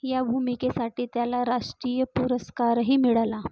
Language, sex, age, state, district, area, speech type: Marathi, female, 30-45, Maharashtra, Nagpur, urban, read